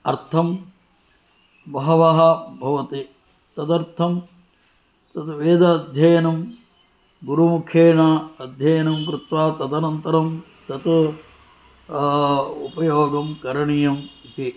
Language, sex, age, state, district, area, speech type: Sanskrit, male, 60+, Karnataka, Shimoga, urban, spontaneous